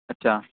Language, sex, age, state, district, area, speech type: Telugu, male, 18-30, Telangana, Sangareddy, urban, conversation